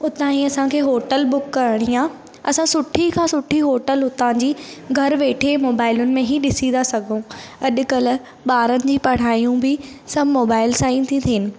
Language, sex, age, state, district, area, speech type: Sindhi, female, 18-30, Madhya Pradesh, Katni, urban, spontaneous